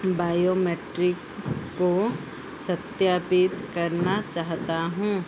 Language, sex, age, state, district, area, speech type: Hindi, female, 45-60, Madhya Pradesh, Chhindwara, rural, read